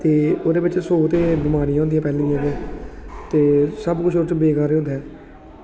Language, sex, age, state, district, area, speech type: Dogri, male, 18-30, Jammu and Kashmir, Samba, rural, spontaneous